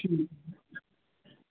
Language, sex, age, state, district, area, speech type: Sindhi, male, 18-30, Maharashtra, Mumbai Suburban, urban, conversation